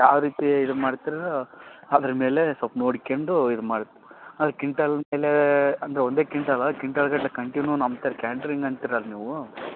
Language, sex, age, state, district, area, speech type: Kannada, male, 45-60, Karnataka, Raichur, rural, conversation